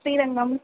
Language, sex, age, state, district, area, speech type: Tamil, female, 18-30, Tamil Nadu, Sivaganga, rural, conversation